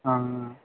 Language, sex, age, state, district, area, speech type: Tamil, male, 18-30, Tamil Nadu, Ranipet, urban, conversation